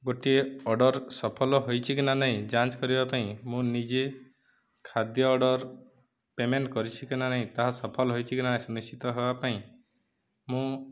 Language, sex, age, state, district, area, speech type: Odia, male, 18-30, Odisha, Subarnapur, urban, spontaneous